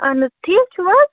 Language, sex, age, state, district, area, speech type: Kashmiri, female, 30-45, Jammu and Kashmir, Baramulla, rural, conversation